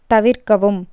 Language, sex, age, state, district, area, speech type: Tamil, female, 18-30, Tamil Nadu, Erode, rural, read